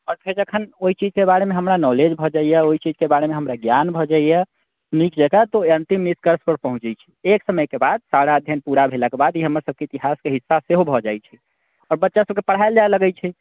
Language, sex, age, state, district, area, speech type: Maithili, male, 30-45, Bihar, Sitamarhi, rural, conversation